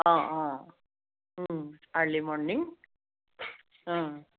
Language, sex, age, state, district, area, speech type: Assamese, female, 60+, Assam, Dibrugarh, rural, conversation